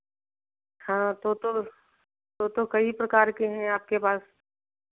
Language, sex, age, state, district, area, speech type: Hindi, female, 60+, Uttar Pradesh, Sitapur, rural, conversation